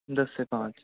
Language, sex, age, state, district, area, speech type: Hindi, male, 45-60, Rajasthan, Karauli, rural, conversation